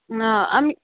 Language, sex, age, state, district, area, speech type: Assamese, female, 30-45, Assam, Nalbari, rural, conversation